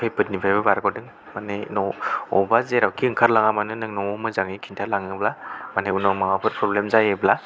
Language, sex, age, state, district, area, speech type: Bodo, male, 18-30, Assam, Kokrajhar, rural, spontaneous